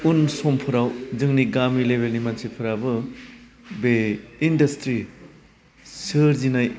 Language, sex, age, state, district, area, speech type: Bodo, male, 45-60, Assam, Udalguri, urban, spontaneous